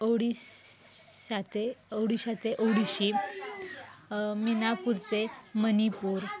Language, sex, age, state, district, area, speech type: Marathi, female, 18-30, Maharashtra, Satara, urban, spontaneous